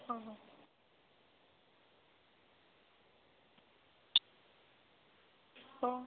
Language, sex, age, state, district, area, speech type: Marathi, female, 18-30, Maharashtra, Ahmednagar, rural, conversation